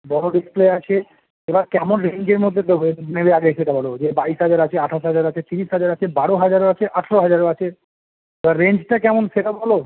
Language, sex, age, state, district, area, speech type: Bengali, male, 30-45, West Bengal, Howrah, urban, conversation